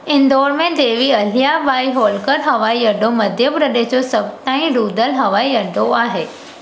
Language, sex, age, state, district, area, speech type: Sindhi, female, 18-30, Gujarat, Surat, urban, read